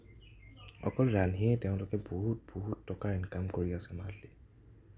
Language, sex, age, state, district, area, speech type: Assamese, male, 18-30, Assam, Nagaon, rural, spontaneous